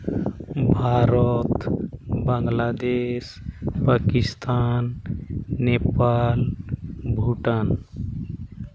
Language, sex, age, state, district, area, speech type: Santali, male, 45-60, Jharkhand, East Singhbhum, rural, spontaneous